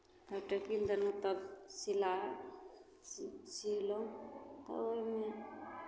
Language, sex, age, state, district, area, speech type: Maithili, female, 18-30, Bihar, Begusarai, rural, spontaneous